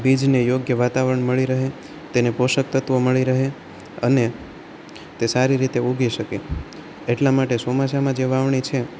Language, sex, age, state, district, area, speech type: Gujarati, male, 18-30, Gujarat, Rajkot, rural, spontaneous